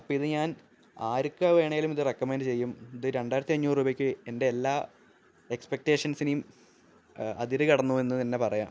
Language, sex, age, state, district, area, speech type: Malayalam, male, 18-30, Kerala, Thrissur, urban, spontaneous